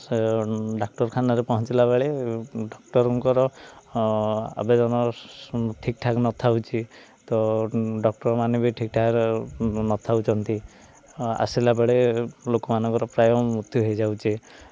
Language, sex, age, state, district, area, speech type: Odia, male, 18-30, Odisha, Ganjam, urban, spontaneous